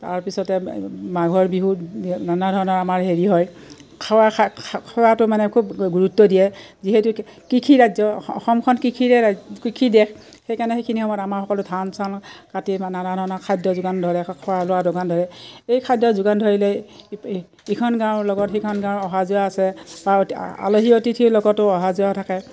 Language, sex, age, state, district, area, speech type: Assamese, female, 60+, Assam, Udalguri, rural, spontaneous